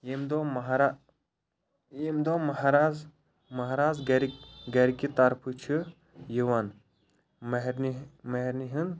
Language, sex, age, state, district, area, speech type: Kashmiri, male, 18-30, Jammu and Kashmir, Shopian, rural, spontaneous